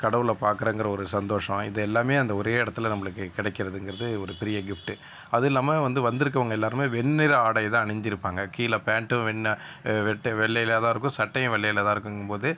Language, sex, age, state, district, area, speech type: Tamil, male, 60+, Tamil Nadu, Sivaganga, urban, spontaneous